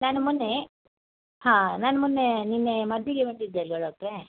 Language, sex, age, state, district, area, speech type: Kannada, female, 30-45, Karnataka, Dakshina Kannada, rural, conversation